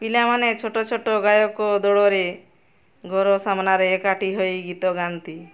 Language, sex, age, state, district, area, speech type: Odia, female, 60+, Odisha, Mayurbhanj, rural, read